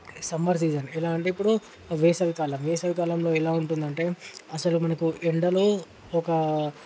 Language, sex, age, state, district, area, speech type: Telugu, male, 18-30, Telangana, Ranga Reddy, urban, spontaneous